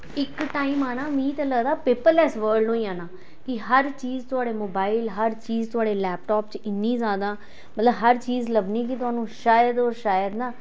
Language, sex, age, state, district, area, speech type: Dogri, female, 45-60, Jammu and Kashmir, Jammu, urban, spontaneous